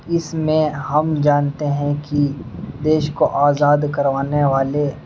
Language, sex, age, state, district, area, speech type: Urdu, male, 18-30, Uttar Pradesh, Muzaffarnagar, rural, spontaneous